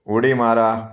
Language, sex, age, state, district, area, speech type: Marathi, male, 45-60, Maharashtra, Raigad, rural, read